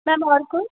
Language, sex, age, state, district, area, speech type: Hindi, female, 30-45, Madhya Pradesh, Balaghat, rural, conversation